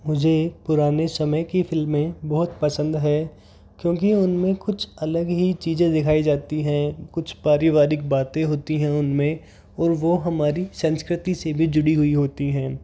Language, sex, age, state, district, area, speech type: Hindi, male, 30-45, Rajasthan, Jaipur, urban, spontaneous